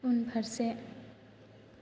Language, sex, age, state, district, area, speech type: Bodo, male, 18-30, Assam, Chirang, rural, read